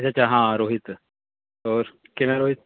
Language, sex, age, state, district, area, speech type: Punjabi, male, 30-45, Punjab, Faridkot, urban, conversation